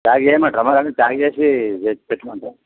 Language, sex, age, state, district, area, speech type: Telugu, male, 45-60, Telangana, Peddapalli, rural, conversation